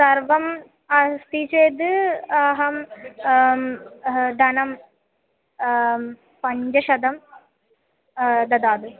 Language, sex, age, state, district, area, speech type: Sanskrit, female, 18-30, Kerala, Kannur, rural, conversation